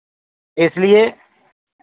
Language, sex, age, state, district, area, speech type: Hindi, male, 45-60, Rajasthan, Bharatpur, urban, conversation